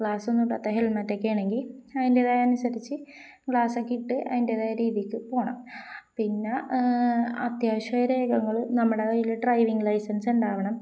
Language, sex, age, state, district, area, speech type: Malayalam, female, 18-30, Kerala, Kozhikode, rural, spontaneous